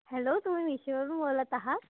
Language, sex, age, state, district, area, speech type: Marathi, female, 18-30, Maharashtra, Amravati, urban, conversation